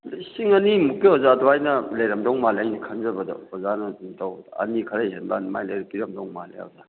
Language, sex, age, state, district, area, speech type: Manipuri, male, 60+, Manipur, Thoubal, rural, conversation